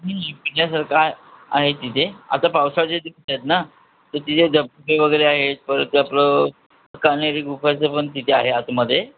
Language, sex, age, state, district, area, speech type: Marathi, male, 45-60, Maharashtra, Thane, rural, conversation